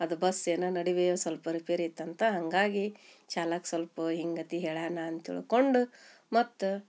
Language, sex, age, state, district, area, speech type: Kannada, female, 45-60, Karnataka, Gadag, rural, spontaneous